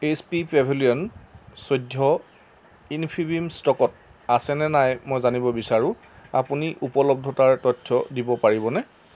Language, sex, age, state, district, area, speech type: Assamese, male, 30-45, Assam, Jorhat, urban, read